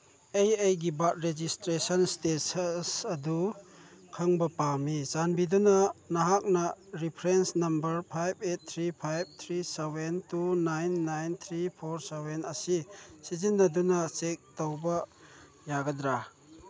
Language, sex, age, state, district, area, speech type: Manipuri, male, 45-60, Manipur, Chandel, rural, read